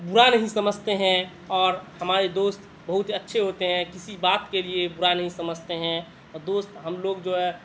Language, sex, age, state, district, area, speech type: Urdu, male, 18-30, Bihar, Madhubani, urban, spontaneous